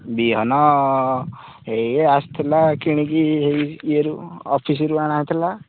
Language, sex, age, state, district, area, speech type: Odia, male, 18-30, Odisha, Nayagarh, rural, conversation